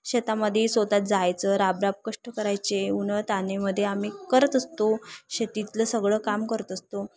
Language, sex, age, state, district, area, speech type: Marathi, female, 18-30, Maharashtra, Thane, rural, spontaneous